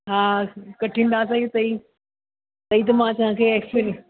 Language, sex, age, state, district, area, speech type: Sindhi, female, 60+, Delhi, South Delhi, urban, conversation